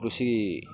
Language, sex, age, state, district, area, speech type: Kannada, male, 30-45, Karnataka, Bangalore Urban, urban, spontaneous